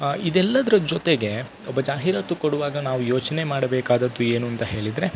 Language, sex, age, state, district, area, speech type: Kannada, male, 18-30, Karnataka, Dakshina Kannada, rural, spontaneous